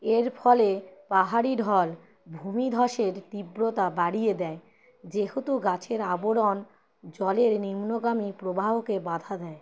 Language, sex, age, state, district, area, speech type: Bengali, female, 30-45, West Bengal, Howrah, urban, read